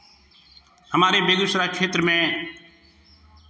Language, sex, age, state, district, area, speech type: Hindi, male, 60+, Bihar, Begusarai, urban, spontaneous